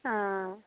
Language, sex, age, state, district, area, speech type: Sanskrit, female, 18-30, Kerala, Kollam, rural, conversation